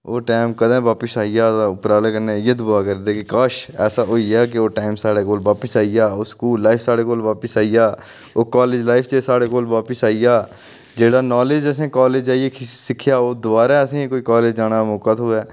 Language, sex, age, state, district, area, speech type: Dogri, male, 30-45, Jammu and Kashmir, Udhampur, rural, spontaneous